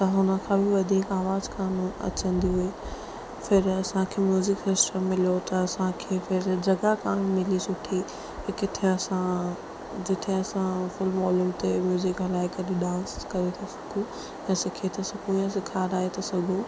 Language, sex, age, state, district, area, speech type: Sindhi, female, 18-30, Rajasthan, Ajmer, urban, spontaneous